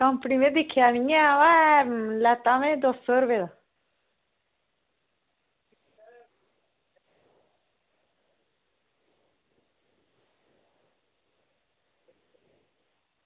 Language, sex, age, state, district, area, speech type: Dogri, female, 30-45, Jammu and Kashmir, Reasi, rural, conversation